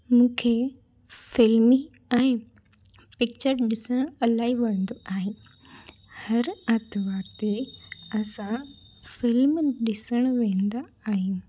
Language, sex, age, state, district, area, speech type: Sindhi, female, 18-30, Gujarat, Junagadh, urban, spontaneous